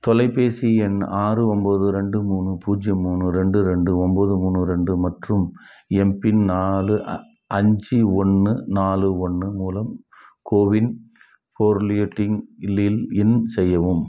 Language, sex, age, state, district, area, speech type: Tamil, male, 60+, Tamil Nadu, Krishnagiri, rural, read